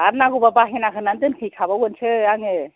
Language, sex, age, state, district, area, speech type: Bodo, female, 45-60, Assam, Kokrajhar, rural, conversation